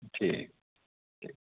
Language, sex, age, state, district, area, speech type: Urdu, male, 18-30, Delhi, North West Delhi, urban, conversation